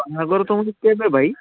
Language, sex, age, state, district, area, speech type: Odia, male, 30-45, Odisha, Balasore, rural, conversation